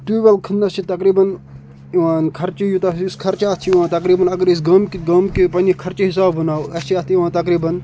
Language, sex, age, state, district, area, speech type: Kashmiri, male, 30-45, Jammu and Kashmir, Kupwara, rural, spontaneous